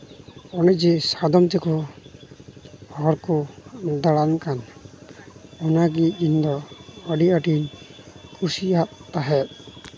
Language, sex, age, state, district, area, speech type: Santali, male, 18-30, West Bengal, Uttar Dinajpur, rural, spontaneous